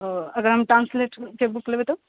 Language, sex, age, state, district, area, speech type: Maithili, female, 18-30, Bihar, Purnia, rural, conversation